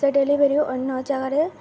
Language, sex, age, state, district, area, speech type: Odia, female, 18-30, Odisha, Malkangiri, urban, spontaneous